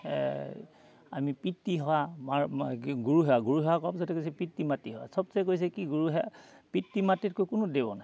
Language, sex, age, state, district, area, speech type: Assamese, male, 45-60, Assam, Dhemaji, urban, spontaneous